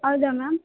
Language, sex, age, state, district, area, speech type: Kannada, female, 18-30, Karnataka, Bellary, urban, conversation